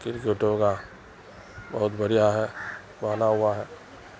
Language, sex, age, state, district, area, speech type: Urdu, male, 45-60, Bihar, Darbhanga, rural, spontaneous